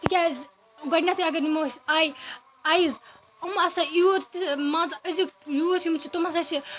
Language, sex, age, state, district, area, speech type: Kashmiri, female, 18-30, Jammu and Kashmir, Baramulla, urban, spontaneous